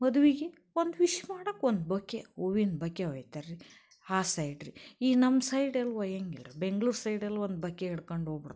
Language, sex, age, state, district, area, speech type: Kannada, female, 30-45, Karnataka, Koppal, rural, spontaneous